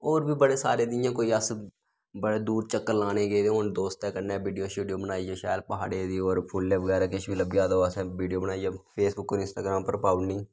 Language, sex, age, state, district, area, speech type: Dogri, male, 18-30, Jammu and Kashmir, Udhampur, rural, spontaneous